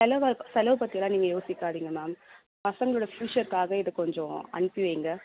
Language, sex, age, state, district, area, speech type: Tamil, female, 30-45, Tamil Nadu, Vellore, urban, conversation